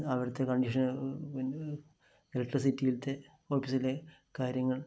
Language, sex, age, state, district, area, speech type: Malayalam, male, 45-60, Kerala, Kasaragod, rural, spontaneous